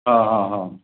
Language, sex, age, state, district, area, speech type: Odia, male, 45-60, Odisha, Koraput, urban, conversation